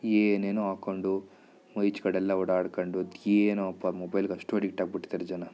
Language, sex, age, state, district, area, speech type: Kannada, male, 30-45, Karnataka, Bidar, rural, spontaneous